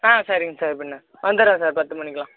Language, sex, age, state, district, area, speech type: Tamil, male, 18-30, Tamil Nadu, Tiruvallur, rural, conversation